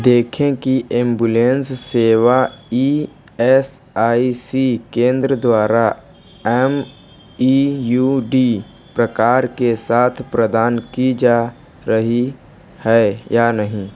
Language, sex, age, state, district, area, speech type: Hindi, male, 18-30, Uttar Pradesh, Mirzapur, rural, read